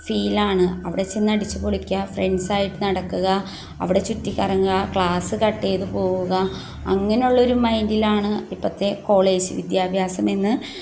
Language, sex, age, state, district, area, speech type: Malayalam, female, 30-45, Kerala, Kozhikode, rural, spontaneous